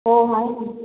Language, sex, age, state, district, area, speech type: Marathi, female, 18-30, Maharashtra, Ahmednagar, urban, conversation